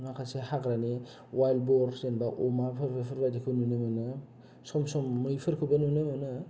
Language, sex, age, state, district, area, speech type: Bodo, male, 18-30, Assam, Kokrajhar, rural, spontaneous